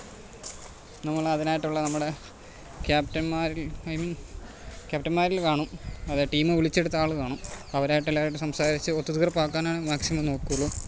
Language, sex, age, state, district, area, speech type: Malayalam, male, 30-45, Kerala, Alappuzha, rural, spontaneous